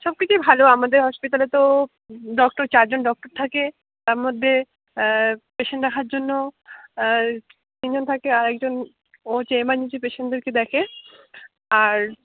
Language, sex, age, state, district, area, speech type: Bengali, female, 18-30, West Bengal, Jalpaiguri, rural, conversation